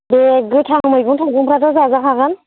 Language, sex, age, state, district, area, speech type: Bodo, female, 18-30, Assam, Kokrajhar, rural, conversation